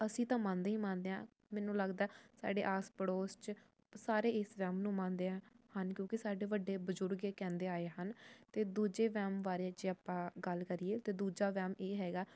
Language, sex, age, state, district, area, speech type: Punjabi, female, 18-30, Punjab, Jalandhar, urban, spontaneous